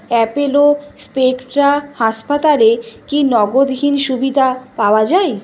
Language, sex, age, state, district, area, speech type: Bengali, female, 30-45, West Bengal, Nadia, rural, read